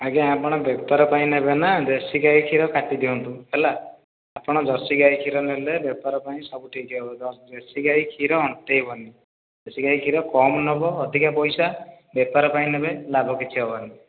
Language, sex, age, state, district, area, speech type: Odia, male, 30-45, Odisha, Khordha, rural, conversation